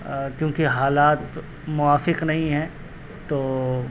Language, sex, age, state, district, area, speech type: Urdu, male, 30-45, Delhi, South Delhi, urban, spontaneous